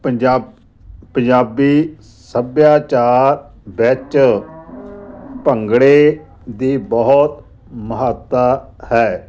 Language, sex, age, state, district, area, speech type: Punjabi, male, 45-60, Punjab, Moga, rural, spontaneous